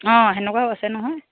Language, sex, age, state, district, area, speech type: Assamese, female, 30-45, Assam, Charaideo, rural, conversation